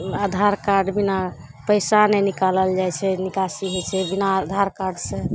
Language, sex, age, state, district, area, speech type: Maithili, female, 45-60, Bihar, Araria, rural, spontaneous